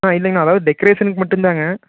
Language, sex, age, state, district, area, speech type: Tamil, male, 18-30, Tamil Nadu, Erode, rural, conversation